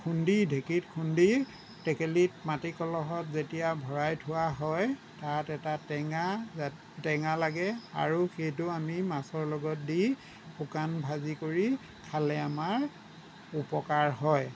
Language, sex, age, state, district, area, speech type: Assamese, male, 60+, Assam, Lakhimpur, rural, spontaneous